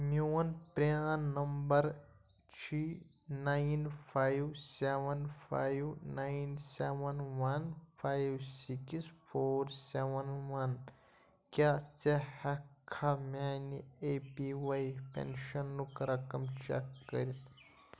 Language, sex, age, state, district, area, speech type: Kashmiri, male, 18-30, Jammu and Kashmir, Pulwama, rural, read